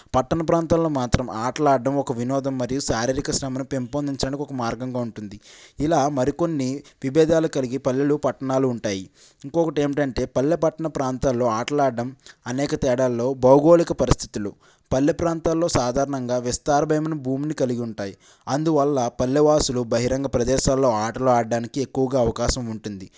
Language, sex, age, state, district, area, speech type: Telugu, male, 18-30, Andhra Pradesh, Konaseema, rural, spontaneous